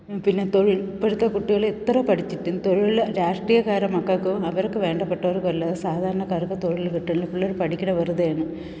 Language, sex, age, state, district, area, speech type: Malayalam, female, 45-60, Kerala, Thiruvananthapuram, urban, spontaneous